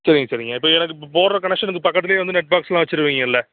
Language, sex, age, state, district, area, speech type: Tamil, male, 45-60, Tamil Nadu, Madurai, rural, conversation